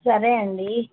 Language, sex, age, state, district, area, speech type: Telugu, female, 18-30, Andhra Pradesh, Annamaya, rural, conversation